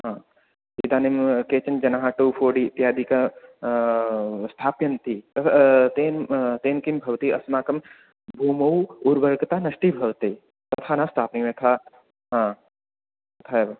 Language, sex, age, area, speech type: Sanskrit, male, 18-30, rural, conversation